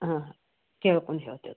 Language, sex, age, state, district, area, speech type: Kannada, female, 60+, Karnataka, Belgaum, rural, conversation